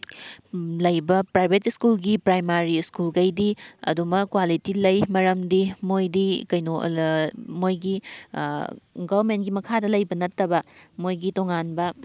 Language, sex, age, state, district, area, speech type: Manipuri, female, 18-30, Manipur, Thoubal, rural, spontaneous